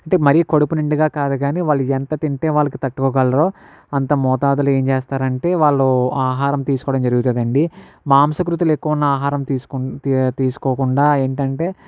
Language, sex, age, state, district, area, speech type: Telugu, male, 60+, Andhra Pradesh, Kakinada, rural, spontaneous